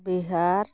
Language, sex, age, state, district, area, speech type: Santali, female, 30-45, West Bengal, Malda, rural, spontaneous